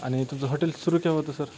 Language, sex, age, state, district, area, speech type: Marathi, male, 18-30, Maharashtra, Satara, rural, spontaneous